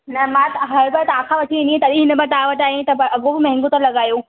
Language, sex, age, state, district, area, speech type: Sindhi, female, 18-30, Madhya Pradesh, Katni, urban, conversation